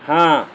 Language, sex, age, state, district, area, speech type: Marathi, male, 60+, Maharashtra, Nanded, urban, spontaneous